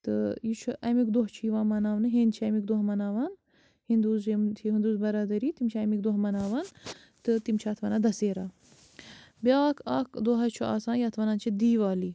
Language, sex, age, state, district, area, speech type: Kashmiri, female, 45-60, Jammu and Kashmir, Bandipora, rural, spontaneous